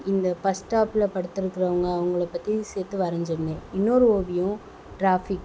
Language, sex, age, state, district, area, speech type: Tamil, female, 18-30, Tamil Nadu, Sivaganga, rural, spontaneous